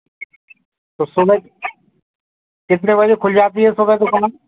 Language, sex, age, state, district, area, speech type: Hindi, male, 45-60, Rajasthan, Bharatpur, urban, conversation